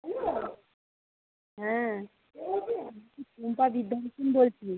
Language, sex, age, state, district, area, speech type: Bengali, female, 45-60, West Bengal, Birbhum, urban, conversation